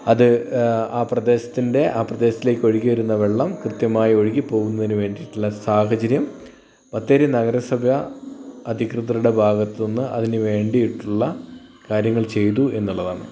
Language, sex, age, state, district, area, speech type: Malayalam, male, 30-45, Kerala, Wayanad, rural, spontaneous